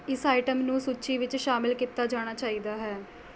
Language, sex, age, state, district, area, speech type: Punjabi, female, 18-30, Punjab, Mohali, rural, read